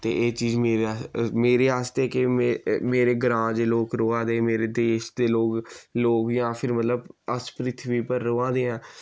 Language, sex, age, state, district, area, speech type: Dogri, male, 18-30, Jammu and Kashmir, Samba, rural, spontaneous